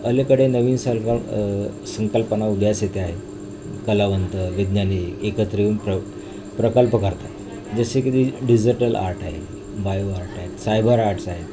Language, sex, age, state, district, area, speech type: Marathi, male, 45-60, Maharashtra, Nagpur, urban, spontaneous